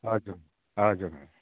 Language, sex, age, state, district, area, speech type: Nepali, male, 60+, West Bengal, Kalimpong, rural, conversation